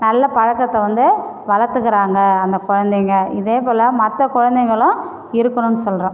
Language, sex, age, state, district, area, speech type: Tamil, female, 45-60, Tamil Nadu, Cuddalore, rural, spontaneous